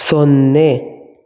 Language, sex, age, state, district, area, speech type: Kannada, male, 18-30, Karnataka, Bangalore Rural, rural, read